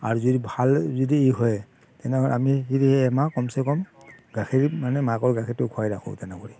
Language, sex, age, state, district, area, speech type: Assamese, male, 45-60, Assam, Barpeta, rural, spontaneous